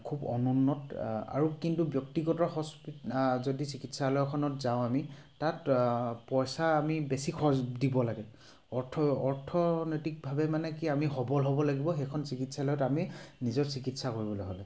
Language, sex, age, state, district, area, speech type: Assamese, male, 30-45, Assam, Sivasagar, urban, spontaneous